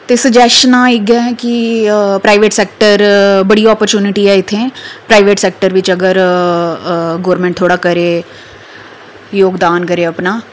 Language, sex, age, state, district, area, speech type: Dogri, female, 30-45, Jammu and Kashmir, Udhampur, urban, spontaneous